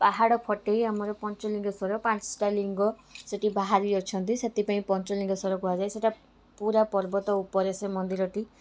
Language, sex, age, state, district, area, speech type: Odia, female, 18-30, Odisha, Balasore, rural, spontaneous